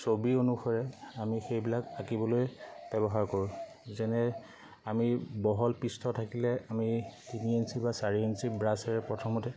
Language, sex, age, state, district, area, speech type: Assamese, male, 30-45, Assam, Lakhimpur, rural, spontaneous